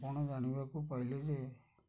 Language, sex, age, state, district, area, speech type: Odia, male, 60+, Odisha, Kendrapara, urban, spontaneous